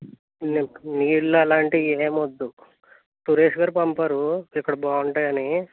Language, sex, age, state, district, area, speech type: Telugu, male, 60+, Andhra Pradesh, Eluru, rural, conversation